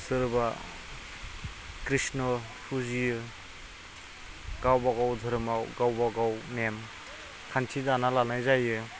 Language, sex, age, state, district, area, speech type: Bodo, male, 18-30, Assam, Udalguri, rural, spontaneous